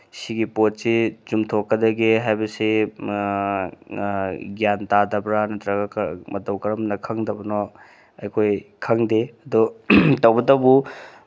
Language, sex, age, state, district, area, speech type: Manipuri, male, 30-45, Manipur, Tengnoupal, rural, spontaneous